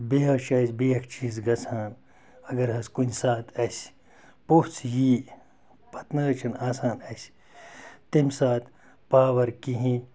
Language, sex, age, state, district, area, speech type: Kashmiri, male, 30-45, Jammu and Kashmir, Bandipora, rural, spontaneous